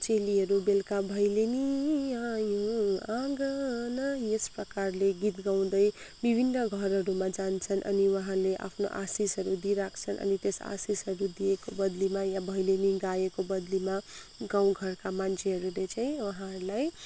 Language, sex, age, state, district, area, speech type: Nepali, female, 45-60, West Bengal, Kalimpong, rural, spontaneous